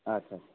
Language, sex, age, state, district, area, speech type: Bengali, male, 60+, West Bengal, Purba Bardhaman, rural, conversation